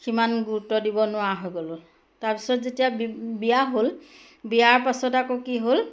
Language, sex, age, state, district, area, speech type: Assamese, female, 45-60, Assam, Majuli, rural, spontaneous